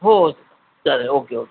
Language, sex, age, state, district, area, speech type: Marathi, male, 45-60, Maharashtra, Thane, rural, conversation